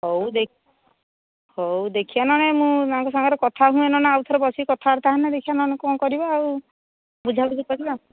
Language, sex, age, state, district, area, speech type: Odia, female, 45-60, Odisha, Angul, rural, conversation